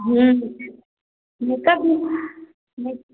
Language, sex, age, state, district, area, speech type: Hindi, female, 30-45, Bihar, Samastipur, rural, conversation